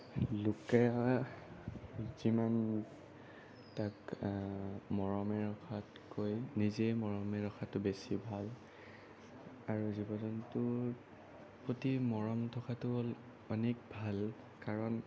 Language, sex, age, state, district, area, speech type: Assamese, male, 18-30, Assam, Sonitpur, urban, spontaneous